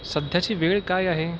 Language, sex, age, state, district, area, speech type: Marathi, male, 45-60, Maharashtra, Nagpur, urban, read